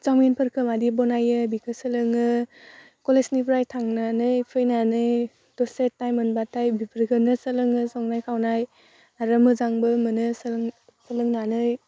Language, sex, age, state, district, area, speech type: Bodo, female, 18-30, Assam, Udalguri, urban, spontaneous